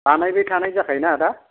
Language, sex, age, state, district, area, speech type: Bodo, male, 45-60, Assam, Kokrajhar, rural, conversation